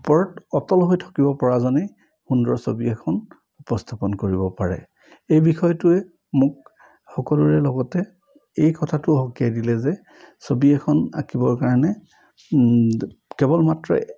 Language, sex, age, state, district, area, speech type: Assamese, male, 60+, Assam, Charaideo, urban, spontaneous